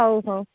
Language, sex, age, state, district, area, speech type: Odia, female, 18-30, Odisha, Koraput, urban, conversation